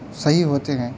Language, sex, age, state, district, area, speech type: Urdu, male, 18-30, Delhi, North West Delhi, urban, spontaneous